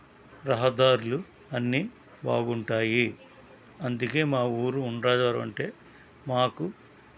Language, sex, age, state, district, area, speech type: Telugu, male, 60+, Andhra Pradesh, East Godavari, rural, spontaneous